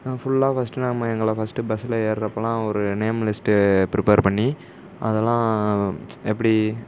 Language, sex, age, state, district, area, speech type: Tamil, male, 30-45, Tamil Nadu, Tiruvarur, rural, spontaneous